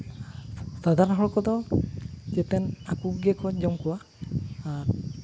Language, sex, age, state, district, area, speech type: Santali, male, 30-45, Jharkhand, Seraikela Kharsawan, rural, spontaneous